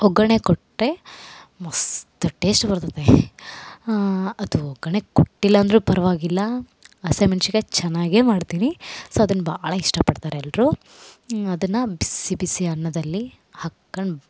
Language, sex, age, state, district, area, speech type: Kannada, female, 18-30, Karnataka, Vijayanagara, rural, spontaneous